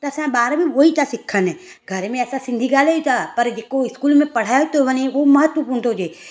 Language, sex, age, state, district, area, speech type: Sindhi, female, 30-45, Gujarat, Surat, urban, spontaneous